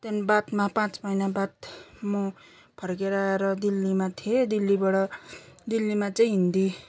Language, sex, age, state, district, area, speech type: Nepali, female, 30-45, West Bengal, Darjeeling, rural, spontaneous